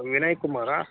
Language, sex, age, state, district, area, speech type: Kannada, male, 45-60, Karnataka, Mysore, rural, conversation